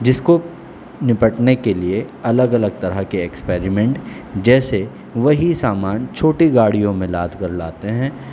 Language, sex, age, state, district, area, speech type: Urdu, male, 45-60, Delhi, South Delhi, urban, spontaneous